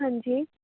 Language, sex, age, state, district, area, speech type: Punjabi, female, 18-30, Punjab, Fazilka, rural, conversation